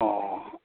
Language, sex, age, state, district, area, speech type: Manipuri, male, 60+, Manipur, Imphal East, rural, conversation